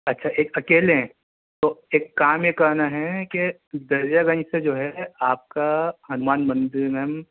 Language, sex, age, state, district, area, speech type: Urdu, male, 30-45, Delhi, Central Delhi, urban, conversation